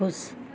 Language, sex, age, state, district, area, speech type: Hindi, female, 60+, Uttar Pradesh, Azamgarh, rural, read